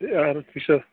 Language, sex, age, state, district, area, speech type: Kashmiri, male, 30-45, Jammu and Kashmir, Bandipora, rural, conversation